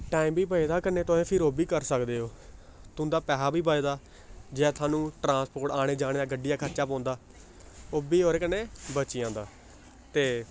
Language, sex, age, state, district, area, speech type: Dogri, male, 18-30, Jammu and Kashmir, Samba, urban, spontaneous